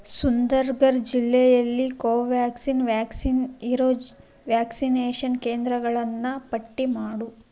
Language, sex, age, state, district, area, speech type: Kannada, female, 18-30, Karnataka, Chitradurga, rural, read